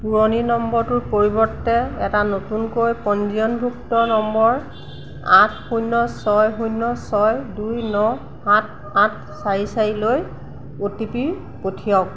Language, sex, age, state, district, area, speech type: Assamese, female, 45-60, Assam, Golaghat, urban, read